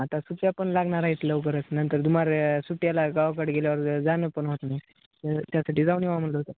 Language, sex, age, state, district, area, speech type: Marathi, male, 18-30, Maharashtra, Nanded, rural, conversation